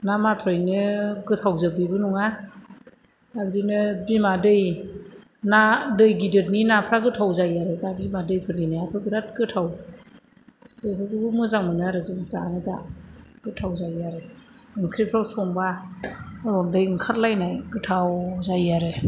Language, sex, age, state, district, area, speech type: Bodo, female, 45-60, Assam, Chirang, rural, spontaneous